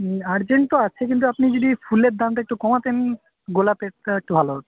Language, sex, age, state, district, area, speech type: Bengali, male, 18-30, West Bengal, Murshidabad, urban, conversation